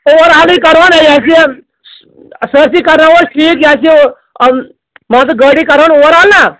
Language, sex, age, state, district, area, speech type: Kashmiri, male, 45-60, Jammu and Kashmir, Anantnag, rural, conversation